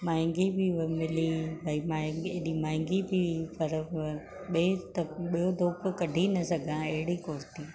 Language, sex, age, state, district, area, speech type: Sindhi, female, 60+, Maharashtra, Ahmednagar, urban, spontaneous